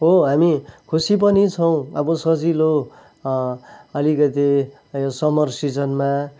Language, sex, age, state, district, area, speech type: Nepali, male, 45-60, West Bengal, Kalimpong, rural, spontaneous